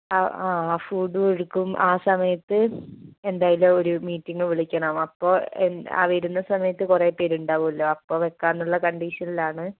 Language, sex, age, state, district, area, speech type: Malayalam, female, 18-30, Kerala, Wayanad, rural, conversation